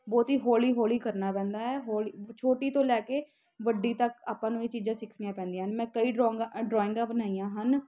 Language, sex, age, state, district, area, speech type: Punjabi, female, 18-30, Punjab, Ludhiana, urban, spontaneous